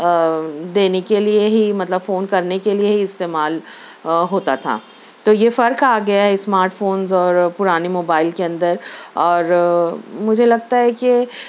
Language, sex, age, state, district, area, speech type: Urdu, female, 30-45, Maharashtra, Nashik, urban, spontaneous